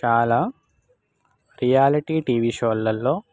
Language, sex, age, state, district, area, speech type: Telugu, male, 18-30, Telangana, Khammam, urban, spontaneous